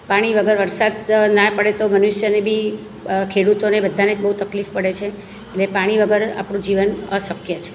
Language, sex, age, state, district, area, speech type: Gujarati, female, 45-60, Gujarat, Surat, rural, spontaneous